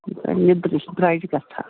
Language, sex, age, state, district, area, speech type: Kashmiri, female, 30-45, Jammu and Kashmir, Bandipora, rural, conversation